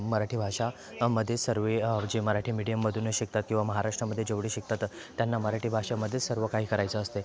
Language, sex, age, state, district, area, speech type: Marathi, male, 18-30, Maharashtra, Thane, urban, spontaneous